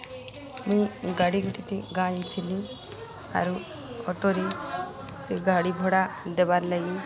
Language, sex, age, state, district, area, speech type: Odia, female, 45-60, Odisha, Balangir, urban, spontaneous